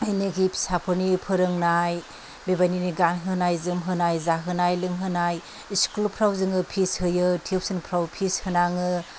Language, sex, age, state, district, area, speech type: Bodo, female, 30-45, Assam, Chirang, rural, spontaneous